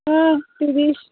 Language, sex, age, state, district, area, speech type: Bengali, female, 18-30, West Bengal, Birbhum, urban, conversation